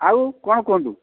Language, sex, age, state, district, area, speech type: Odia, male, 60+, Odisha, Kandhamal, rural, conversation